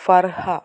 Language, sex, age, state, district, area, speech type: Malayalam, female, 18-30, Kerala, Malappuram, urban, spontaneous